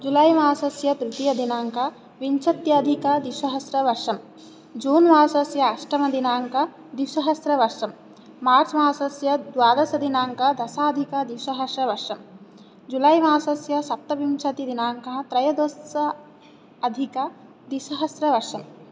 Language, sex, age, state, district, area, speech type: Sanskrit, female, 18-30, Odisha, Jajpur, rural, spontaneous